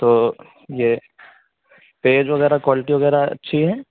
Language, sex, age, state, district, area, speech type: Urdu, male, 18-30, Uttar Pradesh, Saharanpur, urban, conversation